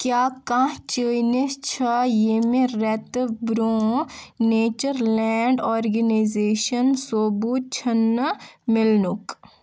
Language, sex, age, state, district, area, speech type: Kashmiri, female, 30-45, Jammu and Kashmir, Bandipora, urban, read